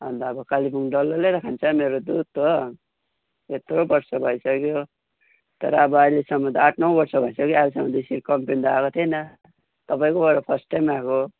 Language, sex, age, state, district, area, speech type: Nepali, male, 30-45, West Bengal, Kalimpong, rural, conversation